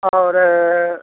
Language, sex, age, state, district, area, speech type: Hindi, male, 45-60, Uttar Pradesh, Azamgarh, rural, conversation